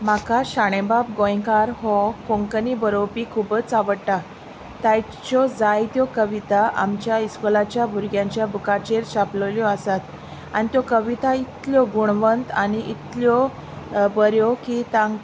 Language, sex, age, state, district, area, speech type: Goan Konkani, female, 30-45, Goa, Salcete, rural, spontaneous